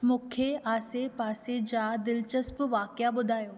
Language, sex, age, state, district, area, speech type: Sindhi, female, 18-30, Maharashtra, Thane, urban, read